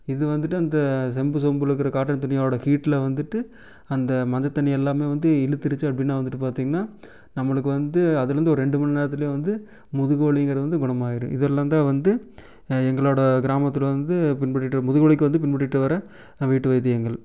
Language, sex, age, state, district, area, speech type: Tamil, male, 18-30, Tamil Nadu, Erode, rural, spontaneous